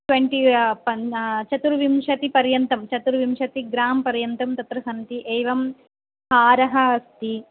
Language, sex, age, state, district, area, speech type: Sanskrit, female, 30-45, Andhra Pradesh, Visakhapatnam, urban, conversation